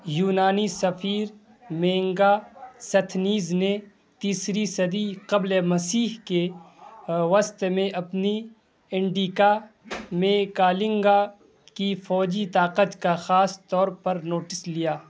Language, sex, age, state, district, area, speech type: Urdu, male, 18-30, Bihar, Purnia, rural, read